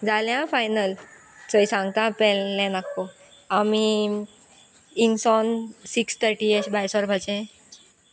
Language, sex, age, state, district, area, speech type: Goan Konkani, female, 18-30, Goa, Sanguem, rural, spontaneous